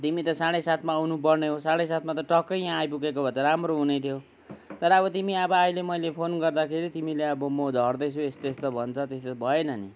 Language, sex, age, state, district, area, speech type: Nepali, male, 60+, West Bengal, Kalimpong, rural, spontaneous